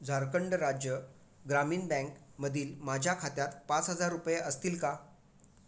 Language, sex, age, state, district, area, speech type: Marathi, male, 45-60, Maharashtra, Raigad, urban, read